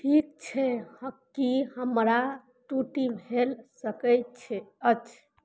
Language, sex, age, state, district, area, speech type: Maithili, female, 45-60, Bihar, Madhubani, rural, read